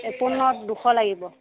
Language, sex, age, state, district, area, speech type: Assamese, female, 60+, Assam, Morigaon, rural, conversation